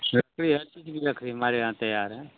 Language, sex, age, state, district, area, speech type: Hindi, male, 60+, Uttar Pradesh, Mau, urban, conversation